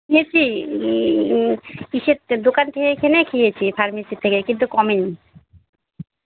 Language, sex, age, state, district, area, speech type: Bengali, female, 45-60, West Bengal, Alipurduar, rural, conversation